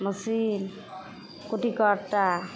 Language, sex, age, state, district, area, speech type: Maithili, female, 30-45, Bihar, Sitamarhi, urban, spontaneous